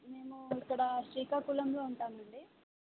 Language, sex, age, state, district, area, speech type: Telugu, female, 18-30, Andhra Pradesh, Srikakulam, rural, conversation